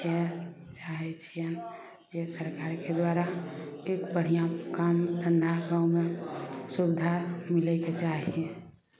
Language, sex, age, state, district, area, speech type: Maithili, female, 30-45, Bihar, Samastipur, urban, spontaneous